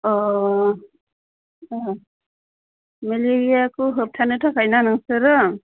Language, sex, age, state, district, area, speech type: Bodo, female, 30-45, Assam, Kokrajhar, rural, conversation